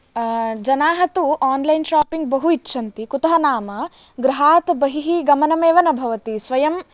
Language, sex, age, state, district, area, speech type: Sanskrit, female, 18-30, Karnataka, Uttara Kannada, rural, spontaneous